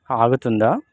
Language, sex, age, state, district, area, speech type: Telugu, male, 18-30, Telangana, Khammam, urban, spontaneous